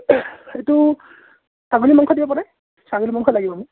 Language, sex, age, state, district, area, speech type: Assamese, male, 30-45, Assam, Morigaon, rural, conversation